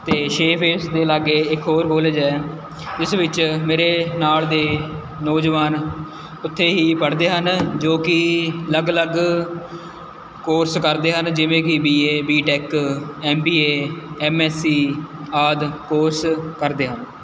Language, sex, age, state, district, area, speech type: Punjabi, male, 18-30, Punjab, Mohali, rural, spontaneous